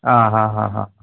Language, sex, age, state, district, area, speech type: Bodo, male, 30-45, Assam, Udalguri, urban, conversation